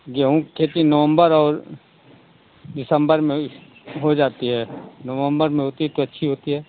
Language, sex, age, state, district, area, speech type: Hindi, male, 60+, Uttar Pradesh, Mau, urban, conversation